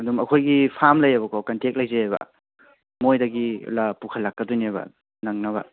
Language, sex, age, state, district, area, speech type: Manipuri, male, 18-30, Manipur, Kangpokpi, urban, conversation